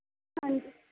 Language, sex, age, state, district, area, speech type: Punjabi, female, 30-45, Punjab, Mohali, urban, conversation